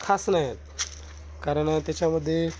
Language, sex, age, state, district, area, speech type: Marathi, male, 18-30, Maharashtra, Gadchiroli, rural, spontaneous